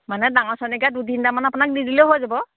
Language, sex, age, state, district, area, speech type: Assamese, female, 45-60, Assam, Golaghat, urban, conversation